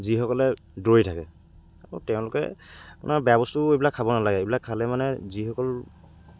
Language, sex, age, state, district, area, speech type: Assamese, male, 18-30, Assam, Lakhimpur, rural, spontaneous